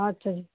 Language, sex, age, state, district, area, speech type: Punjabi, female, 45-60, Punjab, Hoshiarpur, urban, conversation